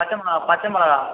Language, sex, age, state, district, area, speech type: Tamil, male, 18-30, Tamil Nadu, Cuddalore, rural, conversation